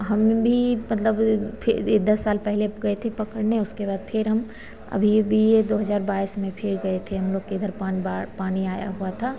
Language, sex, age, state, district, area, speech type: Hindi, female, 30-45, Bihar, Begusarai, rural, spontaneous